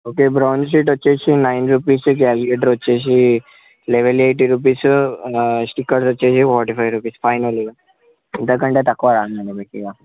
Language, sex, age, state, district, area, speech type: Telugu, male, 18-30, Telangana, Medchal, urban, conversation